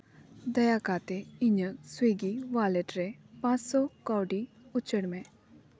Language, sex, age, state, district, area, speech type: Santali, female, 18-30, West Bengal, Paschim Bardhaman, rural, read